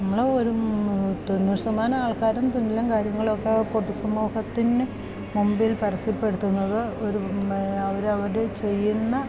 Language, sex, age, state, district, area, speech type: Malayalam, female, 45-60, Kerala, Idukki, rural, spontaneous